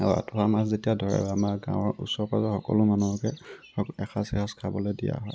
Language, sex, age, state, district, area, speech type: Assamese, male, 18-30, Assam, Tinsukia, urban, spontaneous